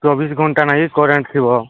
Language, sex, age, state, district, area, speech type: Odia, male, 18-30, Odisha, Nabarangpur, urban, conversation